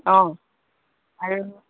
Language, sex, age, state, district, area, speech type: Assamese, female, 45-60, Assam, Dibrugarh, rural, conversation